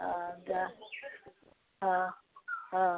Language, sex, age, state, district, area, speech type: Odia, female, 60+, Odisha, Jagatsinghpur, rural, conversation